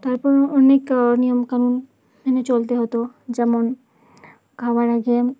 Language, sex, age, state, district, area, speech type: Bengali, female, 18-30, West Bengal, Uttar Dinajpur, urban, spontaneous